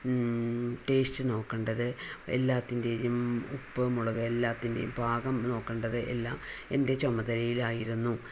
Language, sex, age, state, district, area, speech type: Malayalam, female, 60+, Kerala, Palakkad, rural, spontaneous